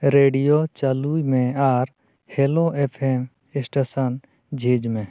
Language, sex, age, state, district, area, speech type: Santali, male, 30-45, Jharkhand, East Singhbhum, rural, read